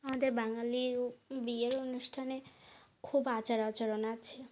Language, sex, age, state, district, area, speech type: Bengali, female, 45-60, West Bengal, North 24 Parganas, rural, spontaneous